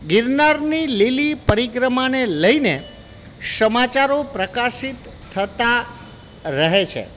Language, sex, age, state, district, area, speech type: Gujarati, male, 45-60, Gujarat, Junagadh, urban, spontaneous